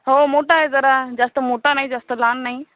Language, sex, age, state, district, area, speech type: Marathi, female, 18-30, Maharashtra, Washim, rural, conversation